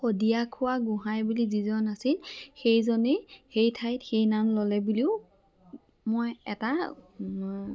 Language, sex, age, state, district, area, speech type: Assamese, female, 18-30, Assam, Lakhimpur, rural, spontaneous